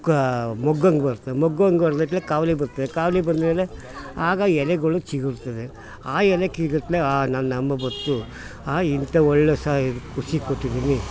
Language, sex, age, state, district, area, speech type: Kannada, male, 60+, Karnataka, Mysore, urban, spontaneous